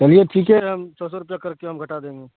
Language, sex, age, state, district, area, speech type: Urdu, male, 45-60, Bihar, Khagaria, rural, conversation